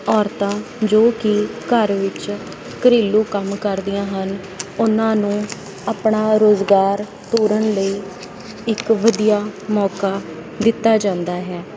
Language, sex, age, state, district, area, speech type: Punjabi, female, 30-45, Punjab, Sangrur, rural, spontaneous